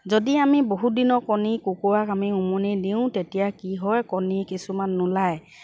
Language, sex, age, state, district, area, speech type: Assamese, female, 45-60, Assam, Dibrugarh, rural, spontaneous